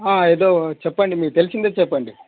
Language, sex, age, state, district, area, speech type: Telugu, male, 18-30, Andhra Pradesh, Sri Balaji, urban, conversation